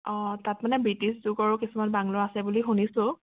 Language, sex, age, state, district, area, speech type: Assamese, female, 18-30, Assam, Dibrugarh, rural, conversation